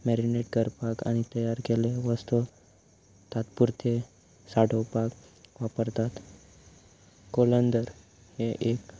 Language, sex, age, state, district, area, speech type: Goan Konkani, male, 18-30, Goa, Salcete, rural, spontaneous